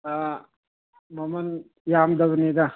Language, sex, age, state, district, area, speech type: Manipuri, male, 45-60, Manipur, Churachandpur, rural, conversation